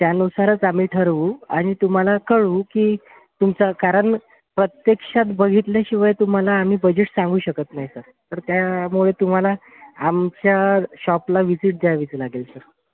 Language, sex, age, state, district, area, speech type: Marathi, male, 30-45, Maharashtra, Wardha, urban, conversation